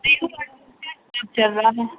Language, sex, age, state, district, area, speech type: Urdu, female, 18-30, Bihar, Supaul, rural, conversation